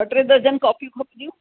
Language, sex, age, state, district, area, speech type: Sindhi, female, 60+, Uttar Pradesh, Lucknow, rural, conversation